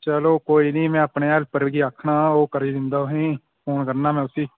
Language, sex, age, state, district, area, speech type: Dogri, male, 18-30, Jammu and Kashmir, Udhampur, rural, conversation